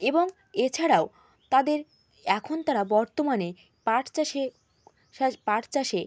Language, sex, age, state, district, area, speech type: Bengali, female, 18-30, West Bengal, Jalpaiguri, rural, spontaneous